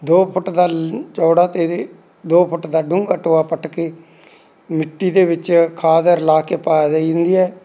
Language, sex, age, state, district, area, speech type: Punjabi, male, 60+, Punjab, Bathinda, rural, spontaneous